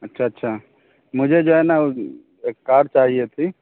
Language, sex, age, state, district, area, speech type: Urdu, male, 18-30, Uttar Pradesh, Saharanpur, urban, conversation